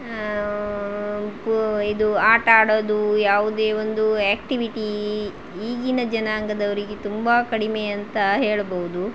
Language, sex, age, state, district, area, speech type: Kannada, female, 45-60, Karnataka, Shimoga, rural, spontaneous